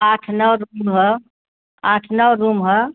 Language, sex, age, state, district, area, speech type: Hindi, female, 60+, Uttar Pradesh, Mau, rural, conversation